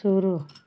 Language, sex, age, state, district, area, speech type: Hindi, female, 45-60, Uttar Pradesh, Azamgarh, rural, read